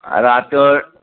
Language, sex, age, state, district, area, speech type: Sindhi, male, 45-60, Maharashtra, Mumbai Suburban, urban, conversation